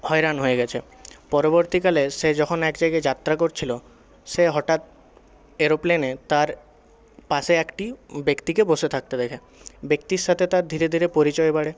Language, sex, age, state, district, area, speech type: Bengali, male, 18-30, West Bengal, Purulia, urban, spontaneous